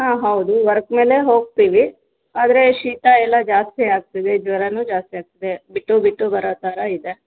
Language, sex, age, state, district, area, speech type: Kannada, female, 30-45, Karnataka, Kolar, rural, conversation